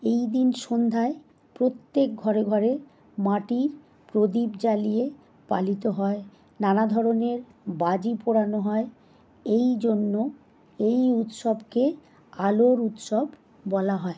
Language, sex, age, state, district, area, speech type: Bengali, female, 45-60, West Bengal, Howrah, urban, spontaneous